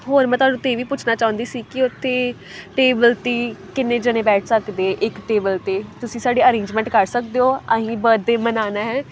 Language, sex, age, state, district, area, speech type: Punjabi, female, 18-30, Punjab, Pathankot, rural, spontaneous